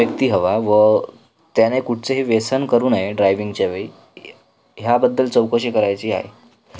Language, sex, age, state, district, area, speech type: Marathi, male, 18-30, Maharashtra, Sindhudurg, rural, spontaneous